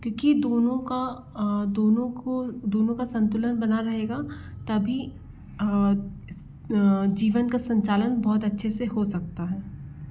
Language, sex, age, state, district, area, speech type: Hindi, female, 45-60, Madhya Pradesh, Bhopal, urban, spontaneous